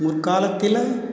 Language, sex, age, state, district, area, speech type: Tamil, male, 45-60, Tamil Nadu, Cuddalore, urban, spontaneous